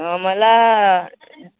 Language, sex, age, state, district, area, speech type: Marathi, male, 18-30, Maharashtra, Wardha, rural, conversation